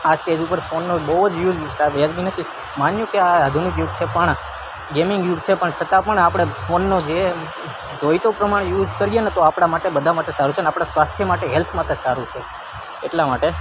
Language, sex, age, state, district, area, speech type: Gujarati, male, 18-30, Gujarat, Junagadh, rural, spontaneous